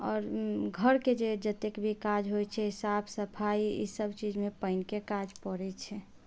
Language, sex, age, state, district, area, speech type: Maithili, female, 30-45, Bihar, Sitamarhi, urban, spontaneous